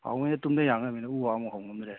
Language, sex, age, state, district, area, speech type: Manipuri, male, 30-45, Manipur, Kakching, rural, conversation